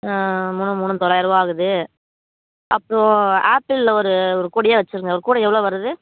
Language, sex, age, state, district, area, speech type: Tamil, female, 18-30, Tamil Nadu, Kallakurichi, urban, conversation